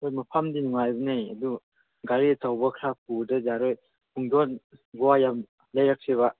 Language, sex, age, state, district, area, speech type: Manipuri, male, 18-30, Manipur, Chandel, rural, conversation